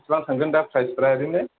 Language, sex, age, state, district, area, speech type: Bodo, male, 30-45, Assam, Chirang, rural, conversation